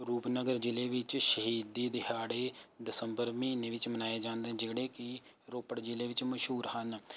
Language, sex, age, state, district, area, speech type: Punjabi, male, 18-30, Punjab, Rupnagar, rural, spontaneous